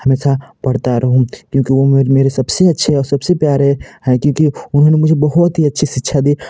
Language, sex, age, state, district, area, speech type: Hindi, male, 18-30, Uttar Pradesh, Varanasi, rural, spontaneous